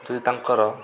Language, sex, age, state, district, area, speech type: Odia, male, 45-60, Odisha, Kendujhar, urban, spontaneous